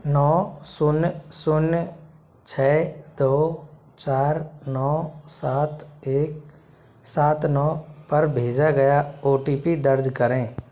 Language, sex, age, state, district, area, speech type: Hindi, male, 60+, Madhya Pradesh, Bhopal, urban, read